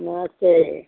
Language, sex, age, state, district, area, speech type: Hindi, female, 60+, Uttar Pradesh, Ghazipur, rural, conversation